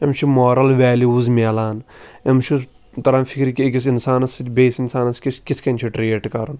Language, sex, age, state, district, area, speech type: Kashmiri, male, 18-30, Jammu and Kashmir, Pulwama, rural, spontaneous